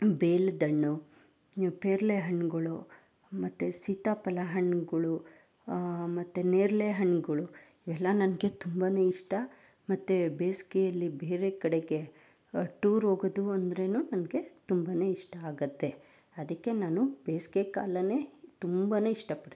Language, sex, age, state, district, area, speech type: Kannada, female, 30-45, Karnataka, Chikkaballapur, rural, spontaneous